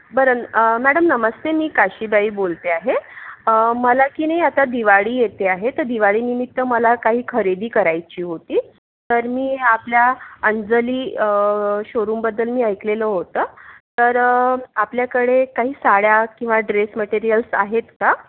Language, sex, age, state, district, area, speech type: Marathi, female, 60+, Maharashtra, Akola, urban, conversation